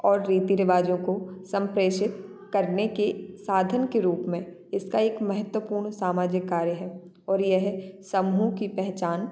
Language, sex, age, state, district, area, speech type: Hindi, female, 18-30, Madhya Pradesh, Gwalior, rural, spontaneous